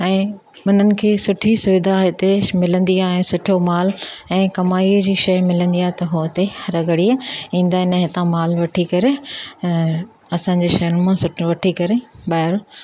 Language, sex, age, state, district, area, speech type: Sindhi, female, 60+, Maharashtra, Thane, urban, spontaneous